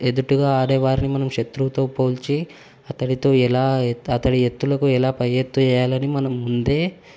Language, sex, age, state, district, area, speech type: Telugu, male, 18-30, Telangana, Hyderabad, urban, spontaneous